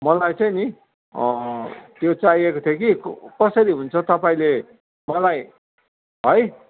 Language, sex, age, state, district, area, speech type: Nepali, male, 60+, West Bengal, Kalimpong, rural, conversation